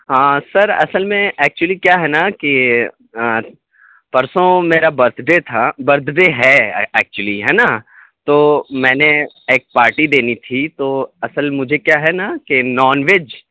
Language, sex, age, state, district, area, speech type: Urdu, male, 18-30, Delhi, Central Delhi, urban, conversation